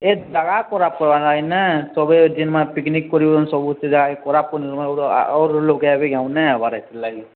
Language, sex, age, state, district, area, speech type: Odia, male, 45-60, Odisha, Nuapada, urban, conversation